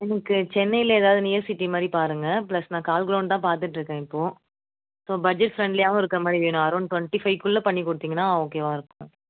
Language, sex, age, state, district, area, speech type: Tamil, female, 30-45, Tamil Nadu, Chennai, urban, conversation